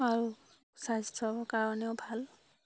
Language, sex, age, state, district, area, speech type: Assamese, female, 30-45, Assam, Sivasagar, rural, spontaneous